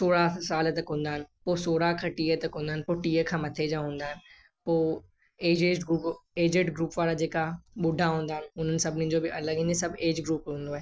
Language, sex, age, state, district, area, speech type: Sindhi, male, 18-30, Gujarat, Kutch, rural, spontaneous